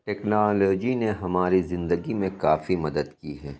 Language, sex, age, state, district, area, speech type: Urdu, male, 45-60, Uttar Pradesh, Lucknow, rural, spontaneous